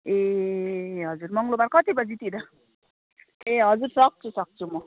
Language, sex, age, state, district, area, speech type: Nepali, female, 45-60, West Bengal, Kalimpong, rural, conversation